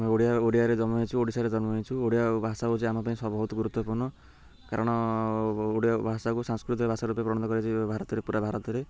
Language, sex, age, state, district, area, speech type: Odia, male, 30-45, Odisha, Ganjam, urban, spontaneous